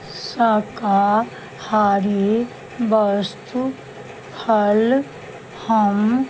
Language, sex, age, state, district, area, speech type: Maithili, female, 60+, Bihar, Madhubani, rural, read